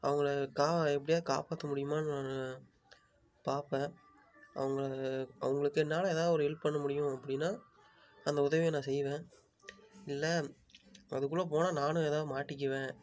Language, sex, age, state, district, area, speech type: Tamil, male, 18-30, Tamil Nadu, Tiruppur, rural, spontaneous